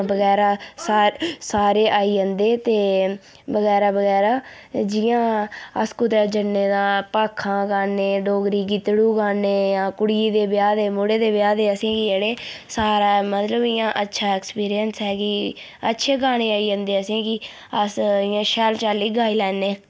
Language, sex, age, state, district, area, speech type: Dogri, female, 18-30, Jammu and Kashmir, Udhampur, rural, spontaneous